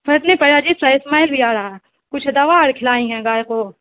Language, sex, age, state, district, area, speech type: Urdu, female, 18-30, Bihar, Saharsa, rural, conversation